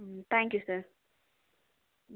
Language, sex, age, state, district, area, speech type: Tamil, female, 30-45, Tamil Nadu, Viluppuram, urban, conversation